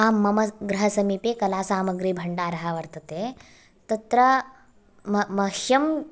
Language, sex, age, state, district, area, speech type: Sanskrit, female, 18-30, Karnataka, Bagalkot, urban, spontaneous